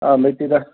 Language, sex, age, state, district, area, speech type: Manipuri, male, 18-30, Manipur, Senapati, rural, conversation